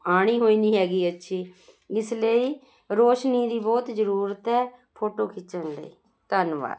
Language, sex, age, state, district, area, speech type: Punjabi, female, 45-60, Punjab, Jalandhar, urban, spontaneous